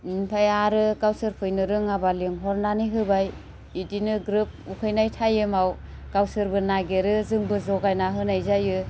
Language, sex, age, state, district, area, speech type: Bodo, female, 30-45, Assam, Baksa, rural, spontaneous